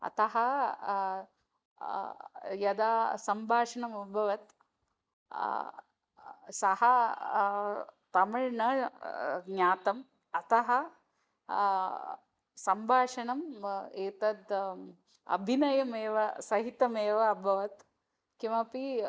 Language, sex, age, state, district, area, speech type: Sanskrit, female, 45-60, Tamil Nadu, Thanjavur, urban, spontaneous